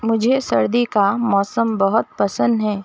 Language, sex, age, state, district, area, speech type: Urdu, female, 30-45, Telangana, Hyderabad, urban, spontaneous